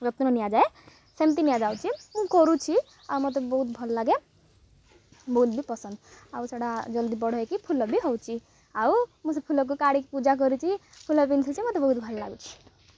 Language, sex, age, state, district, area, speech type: Odia, female, 18-30, Odisha, Malkangiri, urban, spontaneous